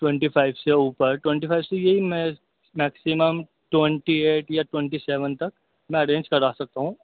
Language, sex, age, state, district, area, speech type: Urdu, male, 18-30, Delhi, North West Delhi, urban, conversation